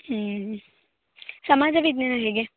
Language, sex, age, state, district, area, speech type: Kannada, female, 18-30, Karnataka, Shimoga, rural, conversation